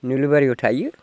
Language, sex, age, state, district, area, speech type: Bodo, male, 60+, Assam, Chirang, rural, spontaneous